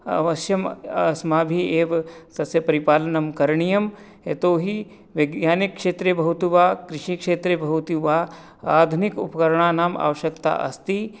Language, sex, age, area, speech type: Sanskrit, male, 30-45, urban, spontaneous